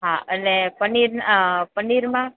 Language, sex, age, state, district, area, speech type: Gujarati, female, 18-30, Gujarat, Junagadh, rural, conversation